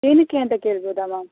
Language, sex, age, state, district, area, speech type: Kannada, female, 30-45, Karnataka, Davanagere, rural, conversation